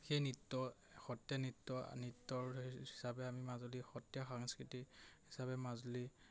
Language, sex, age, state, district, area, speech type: Assamese, male, 18-30, Assam, Majuli, urban, spontaneous